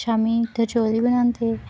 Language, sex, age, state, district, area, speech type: Dogri, female, 18-30, Jammu and Kashmir, Udhampur, rural, spontaneous